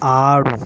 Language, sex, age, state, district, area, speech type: Telugu, male, 30-45, Andhra Pradesh, Visakhapatnam, urban, read